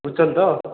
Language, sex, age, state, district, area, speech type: Odia, male, 18-30, Odisha, Puri, urban, conversation